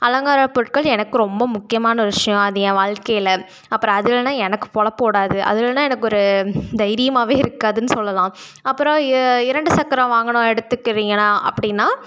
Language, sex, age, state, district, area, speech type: Tamil, female, 18-30, Tamil Nadu, Salem, urban, spontaneous